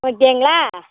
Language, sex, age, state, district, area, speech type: Tamil, female, 60+, Tamil Nadu, Namakkal, rural, conversation